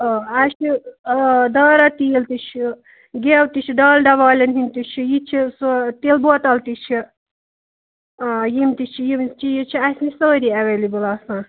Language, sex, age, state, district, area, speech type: Kashmiri, female, 30-45, Jammu and Kashmir, Ganderbal, rural, conversation